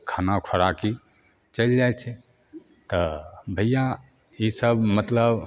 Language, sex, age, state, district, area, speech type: Maithili, male, 45-60, Bihar, Begusarai, rural, spontaneous